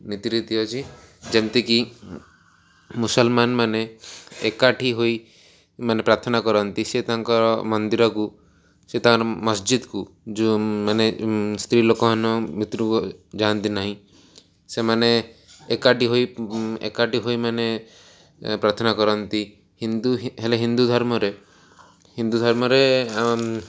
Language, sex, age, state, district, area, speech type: Odia, male, 45-60, Odisha, Rayagada, rural, spontaneous